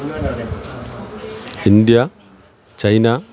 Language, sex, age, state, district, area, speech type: Malayalam, male, 45-60, Kerala, Kollam, rural, spontaneous